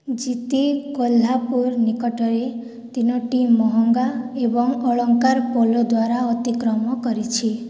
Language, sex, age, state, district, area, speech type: Odia, female, 45-60, Odisha, Boudh, rural, read